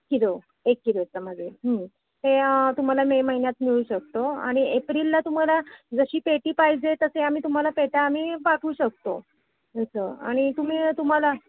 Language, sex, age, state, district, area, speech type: Marathi, female, 45-60, Maharashtra, Ratnagiri, rural, conversation